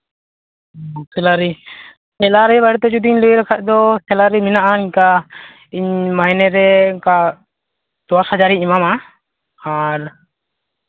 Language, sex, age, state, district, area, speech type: Santali, male, 18-30, West Bengal, Malda, rural, conversation